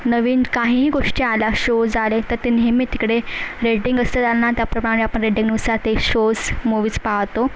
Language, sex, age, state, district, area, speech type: Marathi, female, 18-30, Maharashtra, Thane, urban, spontaneous